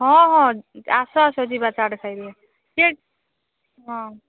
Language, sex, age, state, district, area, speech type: Odia, female, 18-30, Odisha, Balasore, rural, conversation